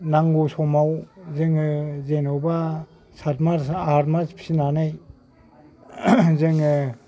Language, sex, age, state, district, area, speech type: Bodo, male, 60+, Assam, Kokrajhar, urban, spontaneous